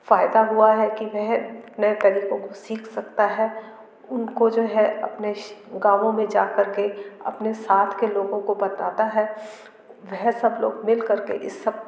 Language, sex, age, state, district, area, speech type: Hindi, female, 60+, Madhya Pradesh, Gwalior, rural, spontaneous